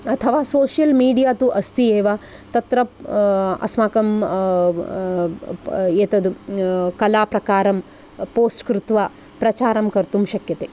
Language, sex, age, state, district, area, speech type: Sanskrit, female, 45-60, Karnataka, Udupi, urban, spontaneous